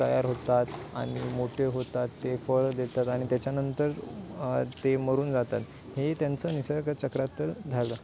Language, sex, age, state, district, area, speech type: Marathi, male, 18-30, Maharashtra, Ratnagiri, rural, spontaneous